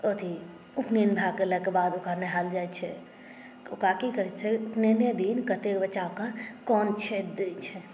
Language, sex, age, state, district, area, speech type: Maithili, female, 18-30, Bihar, Saharsa, urban, spontaneous